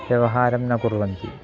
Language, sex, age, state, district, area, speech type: Sanskrit, male, 45-60, Kerala, Thiruvananthapuram, urban, spontaneous